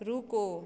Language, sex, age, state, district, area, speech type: Hindi, female, 18-30, Bihar, Samastipur, rural, read